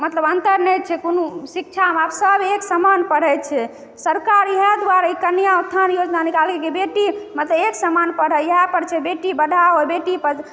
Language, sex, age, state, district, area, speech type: Maithili, female, 30-45, Bihar, Madhubani, urban, spontaneous